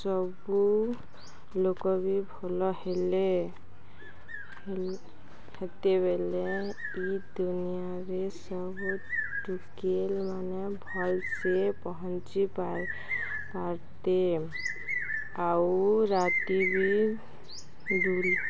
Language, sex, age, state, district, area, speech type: Odia, female, 18-30, Odisha, Balangir, urban, spontaneous